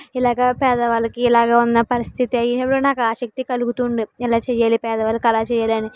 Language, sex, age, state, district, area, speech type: Telugu, female, 60+, Andhra Pradesh, Kakinada, rural, spontaneous